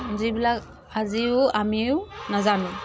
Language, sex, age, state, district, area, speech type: Assamese, female, 45-60, Assam, Charaideo, rural, spontaneous